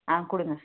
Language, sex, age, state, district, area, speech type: Tamil, female, 30-45, Tamil Nadu, Tirupattur, rural, conversation